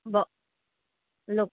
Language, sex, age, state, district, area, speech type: Bengali, female, 45-60, West Bengal, Purba Bardhaman, rural, conversation